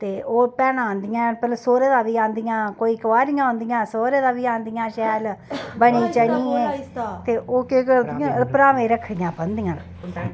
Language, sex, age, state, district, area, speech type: Dogri, female, 45-60, Jammu and Kashmir, Udhampur, rural, spontaneous